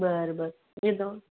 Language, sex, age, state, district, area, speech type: Marathi, male, 18-30, Maharashtra, Nanded, rural, conversation